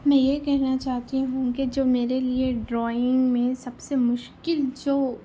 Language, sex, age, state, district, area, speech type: Urdu, female, 18-30, Telangana, Hyderabad, rural, spontaneous